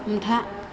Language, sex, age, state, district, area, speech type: Bodo, female, 45-60, Assam, Chirang, rural, read